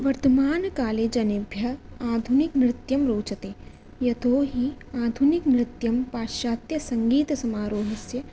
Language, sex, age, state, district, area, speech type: Sanskrit, female, 18-30, Rajasthan, Jaipur, urban, spontaneous